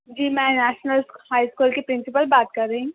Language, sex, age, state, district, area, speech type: Urdu, female, 18-30, Telangana, Hyderabad, urban, conversation